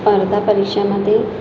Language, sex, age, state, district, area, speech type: Marathi, female, 18-30, Maharashtra, Nagpur, urban, spontaneous